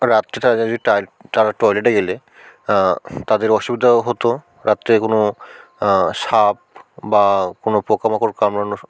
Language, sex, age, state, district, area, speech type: Bengali, male, 45-60, West Bengal, South 24 Parganas, rural, spontaneous